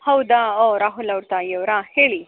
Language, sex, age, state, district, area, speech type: Kannada, female, 18-30, Karnataka, Chikkaballapur, urban, conversation